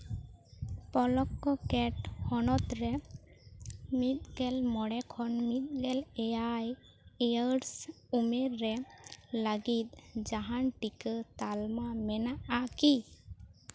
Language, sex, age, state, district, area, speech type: Santali, female, 18-30, West Bengal, Bankura, rural, read